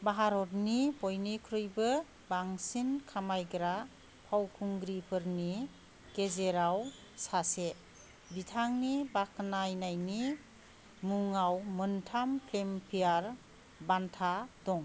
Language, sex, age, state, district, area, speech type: Bodo, female, 45-60, Assam, Kokrajhar, urban, read